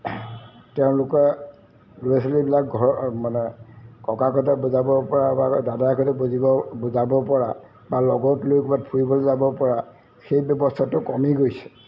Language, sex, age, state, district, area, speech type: Assamese, male, 60+, Assam, Golaghat, urban, spontaneous